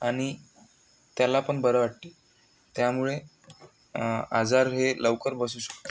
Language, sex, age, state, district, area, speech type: Marathi, male, 18-30, Maharashtra, Amravati, rural, spontaneous